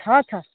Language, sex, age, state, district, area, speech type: Nepali, female, 45-60, West Bengal, Kalimpong, rural, conversation